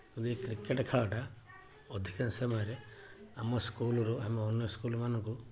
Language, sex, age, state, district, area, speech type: Odia, male, 45-60, Odisha, Balasore, rural, spontaneous